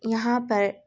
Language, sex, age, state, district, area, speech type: Urdu, female, 18-30, Telangana, Hyderabad, urban, spontaneous